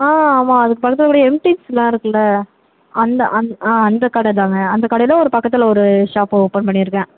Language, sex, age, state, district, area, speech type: Tamil, female, 18-30, Tamil Nadu, Sivaganga, rural, conversation